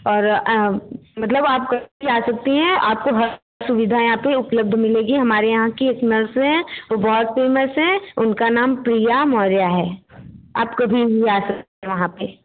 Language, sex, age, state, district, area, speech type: Hindi, female, 18-30, Uttar Pradesh, Bhadohi, rural, conversation